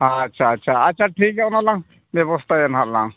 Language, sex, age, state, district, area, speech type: Santali, male, 45-60, Odisha, Mayurbhanj, rural, conversation